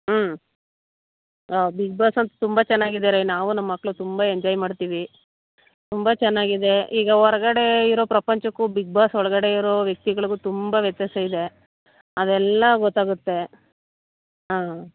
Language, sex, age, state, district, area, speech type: Kannada, female, 30-45, Karnataka, Mandya, rural, conversation